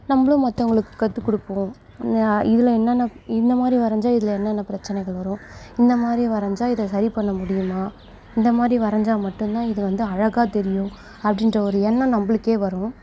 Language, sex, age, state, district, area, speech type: Tamil, female, 45-60, Tamil Nadu, Sivaganga, rural, spontaneous